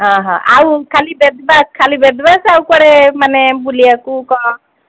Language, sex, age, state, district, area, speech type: Odia, female, 30-45, Odisha, Sundergarh, urban, conversation